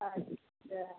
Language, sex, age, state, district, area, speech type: Hindi, female, 30-45, Uttar Pradesh, Azamgarh, rural, conversation